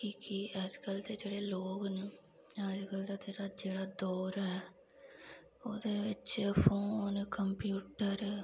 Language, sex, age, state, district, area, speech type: Dogri, female, 45-60, Jammu and Kashmir, Reasi, rural, spontaneous